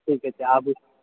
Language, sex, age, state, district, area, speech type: Maithili, male, 60+, Bihar, Purnia, urban, conversation